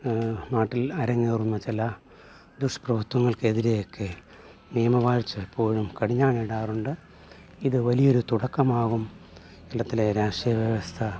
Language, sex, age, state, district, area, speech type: Malayalam, male, 45-60, Kerala, Alappuzha, urban, spontaneous